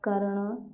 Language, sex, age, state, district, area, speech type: Odia, female, 18-30, Odisha, Koraput, urban, spontaneous